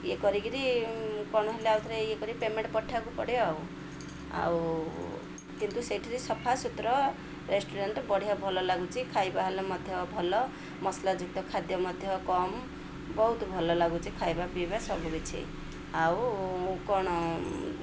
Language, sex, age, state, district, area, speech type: Odia, female, 30-45, Odisha, Ganjam, urban, spontaneous